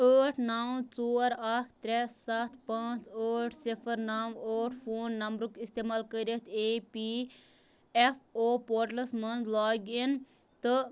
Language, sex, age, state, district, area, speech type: Kashmiri, female, 18-30, Jammu and Kashmir, Bandipora, rural, read